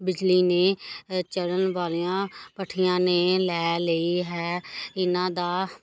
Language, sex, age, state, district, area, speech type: Punjabi, female, 30-45, Punjab, Pathankot, rural, spontaneous